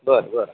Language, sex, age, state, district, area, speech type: Marathi, male, 30-45, Maharashtra, Akola, rural, conversation